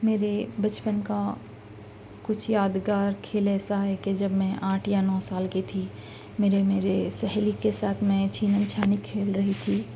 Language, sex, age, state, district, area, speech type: Urdu, female, 30-45, Telangana, Hyderabad, urban, spontaneous